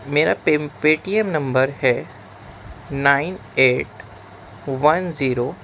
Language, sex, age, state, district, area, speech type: Urdu, male, 30-45, Delhi, Central Delhi, urban, spontaneous